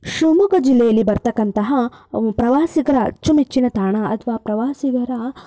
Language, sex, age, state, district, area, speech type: Kannada, female, 18-30, Karnataka, Shimoga, urban, spontaneous